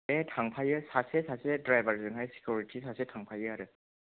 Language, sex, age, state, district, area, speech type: Bodo, male, 60+, Assam, Chirang, urban, conversation